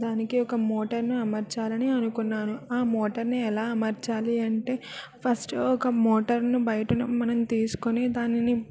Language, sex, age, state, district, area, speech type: Telugu, female, 18-30, Andhra Pradesh, Kakinada, urban, spontaneous